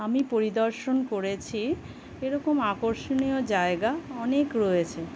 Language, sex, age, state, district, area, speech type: Bengali, female, 45-60, West Bengal, Kolkata, urban, spontaneous